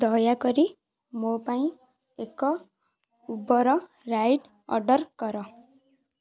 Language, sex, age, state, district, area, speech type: Odia, female, 18-30, Odisha, Kendujhar, urban, read